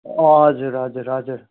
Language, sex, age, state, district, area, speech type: Nepali, male, 45-60, West Bengal, Kalimpong, rural, conversation